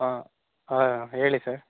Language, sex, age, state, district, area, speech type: Kannada, male, 18-30, Karnataka, Chitradurga, rural, conversation